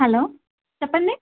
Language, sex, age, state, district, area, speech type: Telugu, female, 18-30, Andhra Pradesh, Nellore, rural, conversation